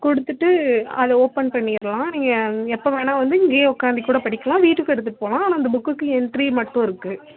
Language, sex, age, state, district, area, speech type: Tamil, female, 18-30, Tamil Nadu, Nagapattinam, rural, conversation